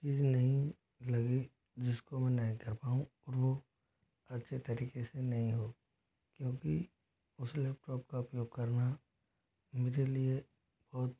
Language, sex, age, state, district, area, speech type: Hindi, male, 18-30, Rajasthan, Jodhpur, rural, spontaneous